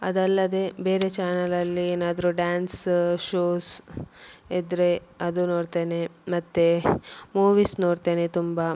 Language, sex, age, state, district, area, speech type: Kannada, female, 30-45, Karnataka, Udupi, rural, spontaneous